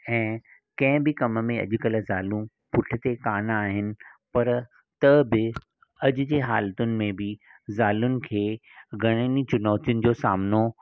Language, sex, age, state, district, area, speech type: Sindhi, male, 60+, Maharashtra, Mumbai Suburban, urban, spontaneous